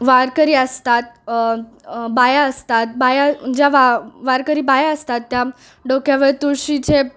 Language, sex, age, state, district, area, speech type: Marathi, female, 18-30, Maharashtra, Nanded, rural, spontaneous